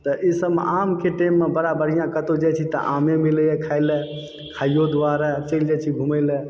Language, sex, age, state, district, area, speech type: Maithili, male, 30-45, Bihar, Supaul, rural, spontaneous